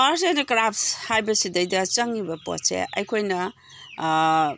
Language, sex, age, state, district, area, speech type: Manipuri, female, 60+, Manipur, Imphal East, rural, spontaneous